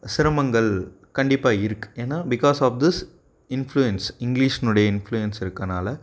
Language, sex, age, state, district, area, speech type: Tamil, male, 18-30, Tamil Nadu, Coimbatore, rural, spontaneous